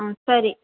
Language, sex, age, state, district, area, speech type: Tamil, female, 45-60, Tamil Nadu, Vellore, rural, conversation